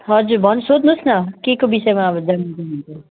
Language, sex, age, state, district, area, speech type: Nepali, female, 60+, West Bengal, Kalimpong, rural, conversation